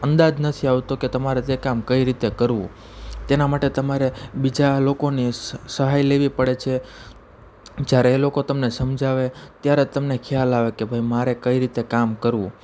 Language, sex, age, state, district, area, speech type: Gujarati, male, 30-45, Gujarat, Rajkot, urban, spontaneous